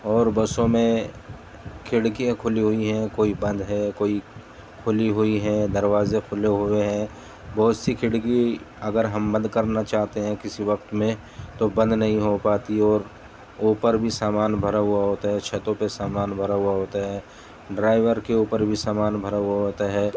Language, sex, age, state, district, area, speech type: Urdu, male, 30-45, Delhi, Central Delhi, urban, spontaneous